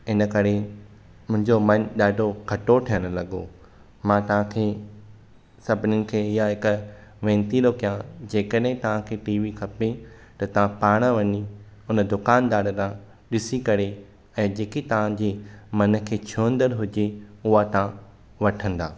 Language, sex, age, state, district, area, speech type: Sindhi, male, 18-30, Maharashtra, Thane, urban, spontaneous